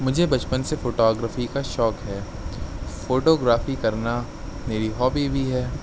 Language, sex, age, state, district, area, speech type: Urdu, male, 18-30, Uttar Pradesh, Shahjahanpur, rural, spontaneous